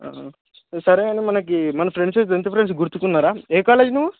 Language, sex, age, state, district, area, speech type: Telugu, male, 18-30, Telangana, Peddapalli, rural, conversation